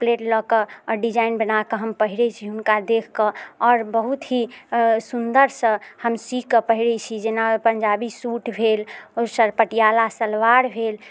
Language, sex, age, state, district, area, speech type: Maithili, female, 18-30, Bihar, Muzaffarpur, rural, spontaneous